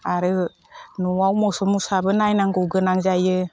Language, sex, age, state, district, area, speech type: Bodo, female, 45-60, Assam, Udalguri, rural, spontaneous